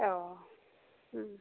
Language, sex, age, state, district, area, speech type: Bodo, female, 30-45, Assam, Baksa, rural, conversation